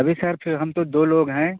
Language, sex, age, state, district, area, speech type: Urdu, male, 30-45, Uttar Pradesh, Balrampur, rural, conversation